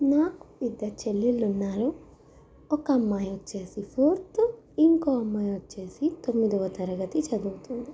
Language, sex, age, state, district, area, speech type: Telugu, female, 18-30, Telangana, Mancherial, rural, spontaneous